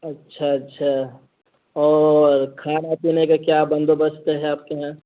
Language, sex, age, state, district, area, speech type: Urdu, male, 18-30, Bihar, Purnia, rural, conversation